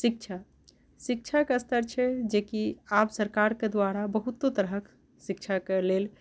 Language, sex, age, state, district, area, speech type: Maithili, other, 60+, Bihar, Madhubani, urban, spontaneous